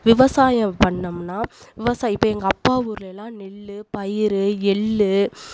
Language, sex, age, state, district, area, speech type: Tamil, female, 30-45, Tamil Nadu, Coimbatore, rural, spontaneous